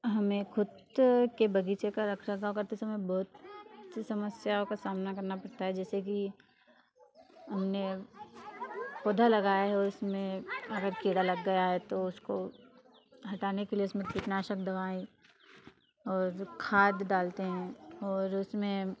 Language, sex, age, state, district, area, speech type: Hindi, female, 18-30, Madhya Pradesh, Ujjain, rural, spontaneous